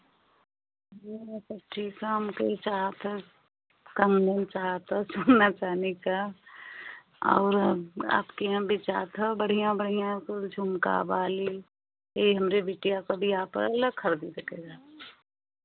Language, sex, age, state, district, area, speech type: Hindi, female, 45-60, Uttar Pradesh, Chandauli, rural, conversation